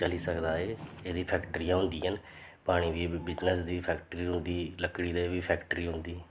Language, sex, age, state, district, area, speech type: Dogri, male, 30-45, Jammu and Kashmir, Reasi, rural, spontaneous